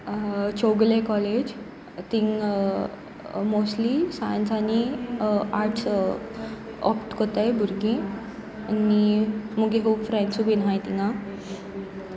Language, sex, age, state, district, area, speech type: Goan Konkani, female, 18-30, Goa, Sanguem, rural, spontaneous